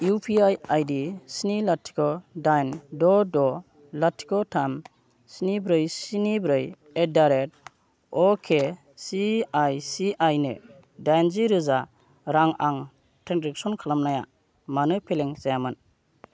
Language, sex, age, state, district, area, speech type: Bodo, male, 30-45, Assam, Kokrajhar, rural, read